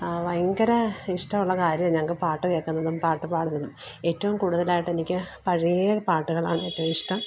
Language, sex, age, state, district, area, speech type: Malayalam, female, 45-60, Kerala, Alappuzha, rural, spontaneous